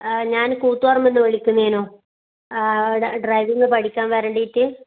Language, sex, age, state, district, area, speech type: Malayalam, female, 30-45, Kerala, Kannur, rural, conversation